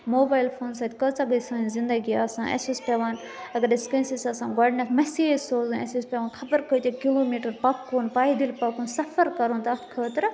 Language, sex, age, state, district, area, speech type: Kashmiri, female, 30-45, Jammu and Kashmir, Budgam, rural, spontaneous